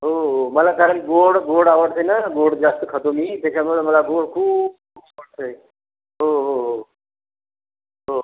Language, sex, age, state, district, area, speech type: Marathi, male, 45-60, Maharashtra, Buldhana, rural, conversation